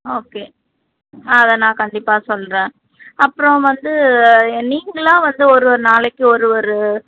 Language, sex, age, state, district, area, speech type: Tamil, female, 30-45, Tamil Nadu, Tiruvallur, urban, conversation